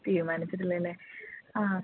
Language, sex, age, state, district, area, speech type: Malayalam, female, 30-45, Kerala, Palakkad, rural, conversation